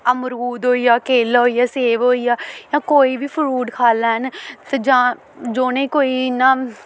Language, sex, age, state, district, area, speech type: Dogri, female, 18-30, Jammu and Kashmir, Samba, urban, spontaneous